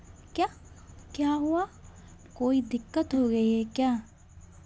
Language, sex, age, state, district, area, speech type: Hindi, female, 18-30, Madhya Pradesh, Hoshangabad, urban, spontaneous